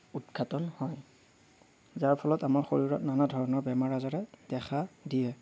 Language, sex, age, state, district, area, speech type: Assamese, male, 45-60, Assam, Darrang, rural, spontaneous